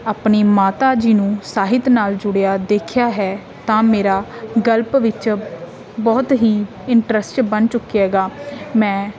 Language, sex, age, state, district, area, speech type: Punjabi, female, 18-30, Punjab, Mansa, rural, spontaneous